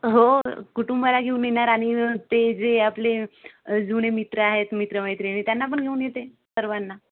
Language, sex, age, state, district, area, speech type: Marathi, female, 18-30, Maharashtra, Gondia, rural, conversation